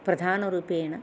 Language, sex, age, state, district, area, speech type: Sanskrit, female, 60+, Andhra Pradesh, Chittoor, urban, spontaneous